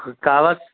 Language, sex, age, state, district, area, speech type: Gujarati, male, 30-45, Gujarat, Surat, urban, conversation